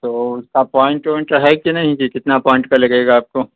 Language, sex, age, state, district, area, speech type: Urdu, male, 60+, Bihar, Khagaria, rural, conversation